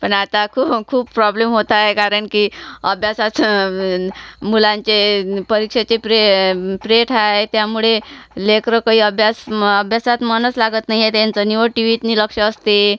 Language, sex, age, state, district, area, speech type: Marathi, female, 45-60, Maharashtra, Washim, rural, spontaneous